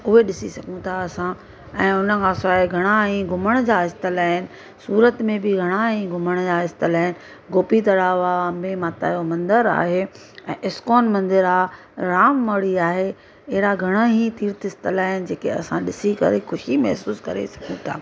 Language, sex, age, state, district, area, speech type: Sindhi, female, 45-60, Gujarat, Surat, urban, spontaneous